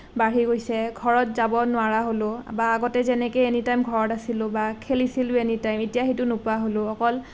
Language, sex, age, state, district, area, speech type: Assamese, female, 18-30, Assam, Nalbari, rural, spontaneous